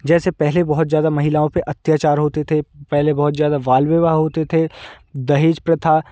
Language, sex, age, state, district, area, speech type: Hindi, male, 18-30, Madhya Pradesh, Hoshangabad, urban, spontaneous